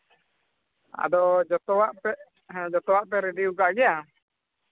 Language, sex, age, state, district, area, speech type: Santali, male, 18-30, Jharkhand, Pakur, rural, conversation